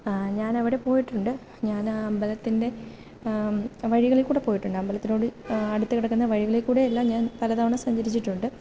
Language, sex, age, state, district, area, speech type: Malayalam, female, 18-30, Kerala, Kottayam, rural, spontaneous